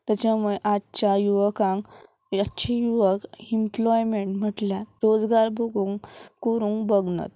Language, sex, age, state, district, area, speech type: Goan Konkani, female, 18-30, Goa, Pernem, rural, spontaneous